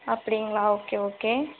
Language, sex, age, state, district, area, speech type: Tamil, female, 18-30, Tamil Nadu, Tiruppur, urban, conversation